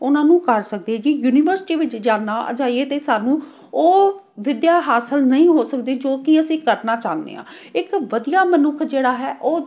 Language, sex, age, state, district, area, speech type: Punjabi, female, 45-60, Punjab, Amritsar, urban, spontaneous